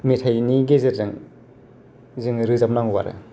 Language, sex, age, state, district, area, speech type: Bodo, male, 45-60, Assam, Kokrajhar, rural, spontaneous